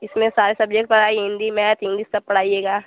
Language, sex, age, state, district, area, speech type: Hindi, female, 18-30, Uttar Pradesh, Azamgarh, rural, conversation